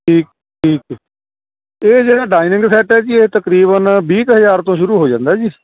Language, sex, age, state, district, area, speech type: Punjabi, male, 45-60, Punjab, Shaheed Bhagat Singh Nagar, urban, conversation